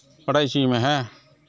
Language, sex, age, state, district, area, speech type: Santali, male, 60+, West Bengal, Malda, rural, spontaneous